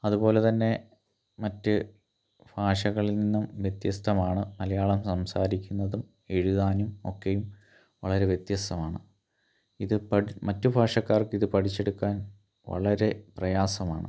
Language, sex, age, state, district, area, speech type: Malayalam, male, 30-45, Kerala, Pathanamthitta, rural, spontaneous